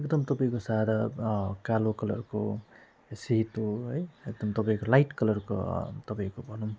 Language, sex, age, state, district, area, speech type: Nepali, male, 45-60, West Bengal, Alipurduar, rural, spontaneous